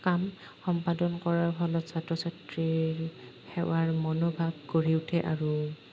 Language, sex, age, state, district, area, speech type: Assamese, male, 18-30, Assam, Nalbari, rural, spontaneous